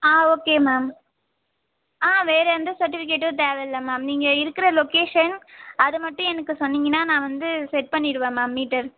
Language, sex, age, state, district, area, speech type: Tamil, female, 18-30, Tamil Nadu, Vellore, urban, conversation